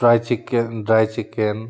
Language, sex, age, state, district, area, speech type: Assamese, male, 45-60, Assam, Charaideo, urban, spontaneous